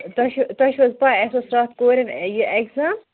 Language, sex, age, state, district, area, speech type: Kashmiri, female, 18-30, Jammu and Kashmir, Kupwara, rural, conversation